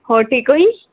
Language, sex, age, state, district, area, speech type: Punjabi, female, 18-30, Punjab, Muktsar, urban, conversation